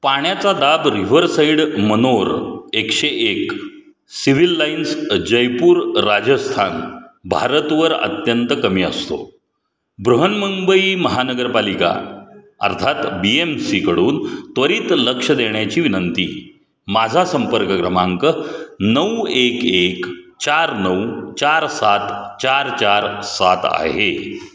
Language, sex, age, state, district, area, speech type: Marathi, male, 45-60, Maharashtra, Satara, urban, read